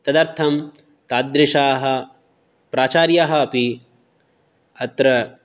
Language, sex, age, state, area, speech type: Sanskrit, male, 30-45, Rajasthan, urban, spontaneous